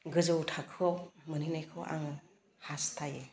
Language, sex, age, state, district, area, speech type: Bodo, female, 45-60, Assam, Udalguri, urban, spontaneous